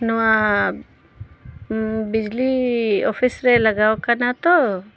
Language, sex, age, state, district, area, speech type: Santali, female, 45-60, Jharkhand, Bokaro, rural, spontaneous